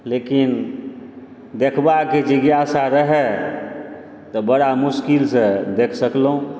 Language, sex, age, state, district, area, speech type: Maithili, male, 45-60, Bihar, Supaul, urban, spontaneous